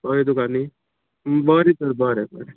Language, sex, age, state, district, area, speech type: Goan Konkani, male, 18-30, Goa, Canacona, rural, conversation